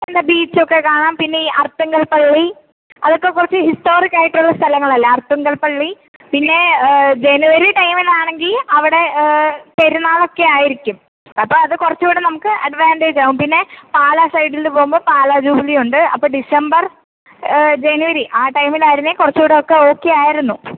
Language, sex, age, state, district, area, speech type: Malayalam, female, 18-30, Kerala, Kottayam, rural, conversation